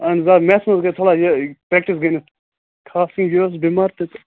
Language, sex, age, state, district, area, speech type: Kashmiri, female, 18-30, Jammu and Kashmir, Kupwara, rural, conversation